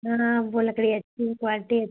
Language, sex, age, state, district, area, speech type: Hindi, female, 30-45, Uttar Pradesh, Hardoi, rural, conversation